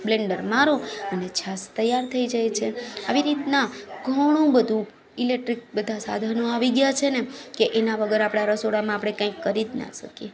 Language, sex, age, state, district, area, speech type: Gujarati, female, 30-45, Gujarat, Junagadh, urban, spontaneous